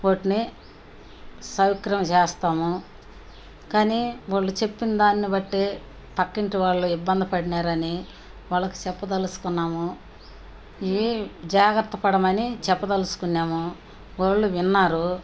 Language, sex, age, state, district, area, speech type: Telugu, female, 60+, Andhra Pradesh, Nellore, rural, spontaneous